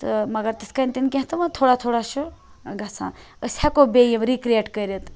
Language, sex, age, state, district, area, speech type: Kashmiri, female, 18-30, Jammu and Kashmir, Srinagar, rural, spontaneous